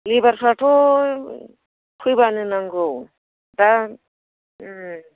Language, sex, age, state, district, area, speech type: Bodo, female, 30-45, Assam, Kokrajhar, rural, conversation